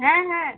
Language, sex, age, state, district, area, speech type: Bengali, female, 45-60, West Bengal, Birbhum, urban, conversation